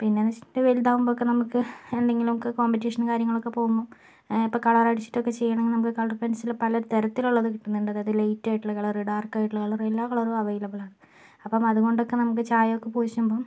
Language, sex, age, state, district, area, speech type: Malayalam, female, 60+, Kerala, Kozhikode, urban, spontaneous